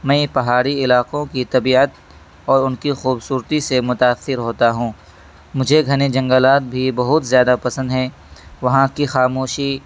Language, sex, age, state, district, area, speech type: Urdu, male, 18-30, Delhi, East Delhi, urban, spontaneous